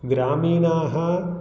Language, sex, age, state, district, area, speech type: Sanskrit, male, 45-60, Telangana, Mahbubnagar, rural, spontaneous